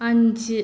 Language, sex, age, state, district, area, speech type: Malayalam, female, 18-30, Kerala, Malappuram, rural, read